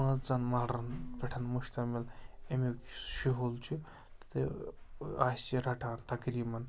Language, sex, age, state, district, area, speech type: Kashmiri, male, 30-45, Jammu and Kashmir, Srinagar, urban, spontaneous